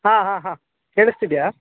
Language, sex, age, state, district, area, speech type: Kannada, male, 18-30, Karnataka, Shimoga, urban, conversation